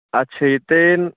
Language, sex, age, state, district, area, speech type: Punjabi, male, 18-30, Punjab, Bathinda, urban, conversation